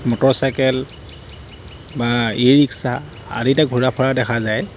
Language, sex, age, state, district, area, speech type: Assamese, male, 30-45, Assam, Jorhat, urban, spontaneous